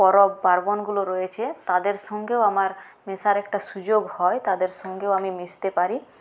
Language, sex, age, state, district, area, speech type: Bengali, female, 30-45, West Bengal, Purulia, rural, spontaneous